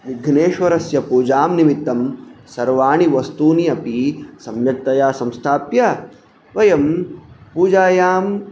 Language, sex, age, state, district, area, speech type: Sanskrit, male, 30-45, Telangana, Hyderabad, urban, spontaneous